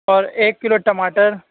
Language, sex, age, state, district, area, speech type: Urdu, male, 60+, Uttar Pradesh, Shahjahanpur, rural, conversation